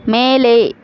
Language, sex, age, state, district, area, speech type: Tamil, female, 45-60, Tamil Nadu, Ariyalur, rural, read